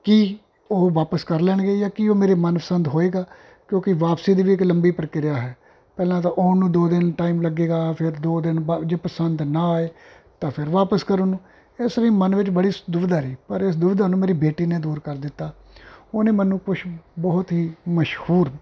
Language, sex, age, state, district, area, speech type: Punjabi, male, 45-60, Punjab, Ludhiana, urban, spontaneous